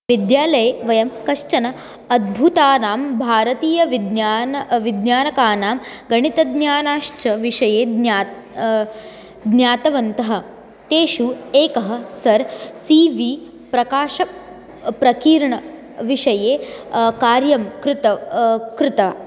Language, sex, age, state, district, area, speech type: Sanskrit, female, 18-30, Maharashtra, Nagpur, urban, spontaneous